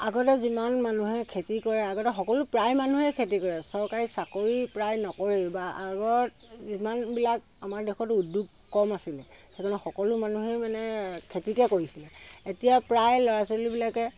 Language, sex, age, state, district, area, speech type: Assamese, female, 60+, Assam, Sivasagar, rural, spontaneous